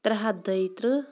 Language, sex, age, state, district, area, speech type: Kashmiri, female, 30-45, Jammu and Kashmir, Shopian, urban, spontaneous